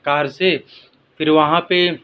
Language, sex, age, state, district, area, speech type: Urdu, male, 30-45, Delhi, South Delhi, rural, spontaneous